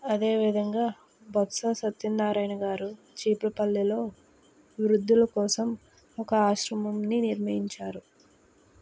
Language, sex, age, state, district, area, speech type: Telugu, female, 30-45, Andhra Pradesh, Vizianagaram, rural, spontaneous